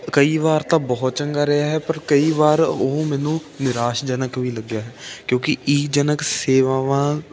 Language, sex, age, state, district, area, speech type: Punjabi, male, 18-30, Punjab, Ludhiana, urban, spontaneous